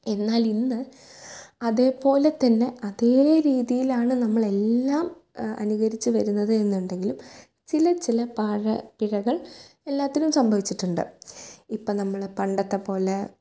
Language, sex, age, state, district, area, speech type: Malayalam, female, 18-30, Kerala, Thrissur, urban, spontaneous